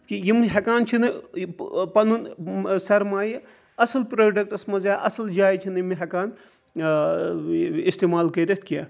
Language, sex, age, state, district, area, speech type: Kashmiri, male, 45-60, Jammu and Kashmir, Srinagar, urban, spontaneous